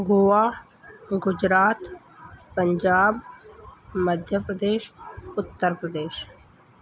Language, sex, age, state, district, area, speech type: Sindhi, male, 45-60, Madhya Pradesh, Katni, urban, spontaneous